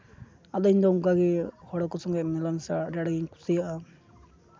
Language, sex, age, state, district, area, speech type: Santali, male, 18-30, West Bengal, Uttar Dinajpur, rural, spontaneous